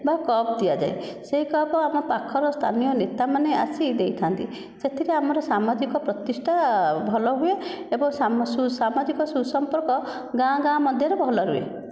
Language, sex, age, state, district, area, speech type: Odia, female, 60+, Odisha, Nayagarh, rural, spontaneous